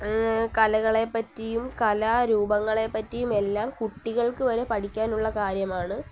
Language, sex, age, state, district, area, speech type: Malayalam, female, 18-30, Kerala, Palakkad, rural, spontaneous